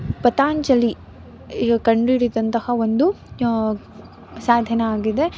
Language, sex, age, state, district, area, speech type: Kannada, female, 18-30, Karnataka, Mysore, rural, spontaneous